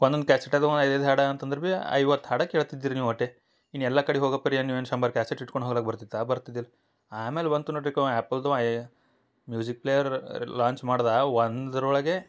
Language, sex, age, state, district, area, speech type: Kannada, male, 18-30, Karnataka, Bidar, urban, spontaneous